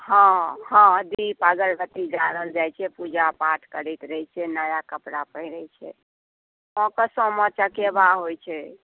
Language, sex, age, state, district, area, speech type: Maithili, female, 60+, Bihar, Saharsa, rural, conversation